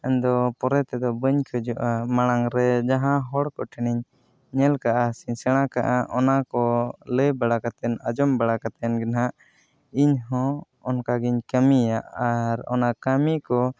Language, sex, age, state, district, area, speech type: Santali, male, 18-30, Jharkhand, East Singhbhum, rural, spontaneous